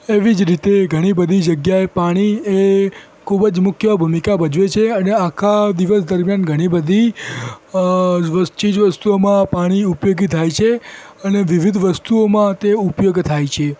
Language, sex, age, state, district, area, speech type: Gujarati, female, 18-30, Gujarat, Ahmedabad, urban, spontaneous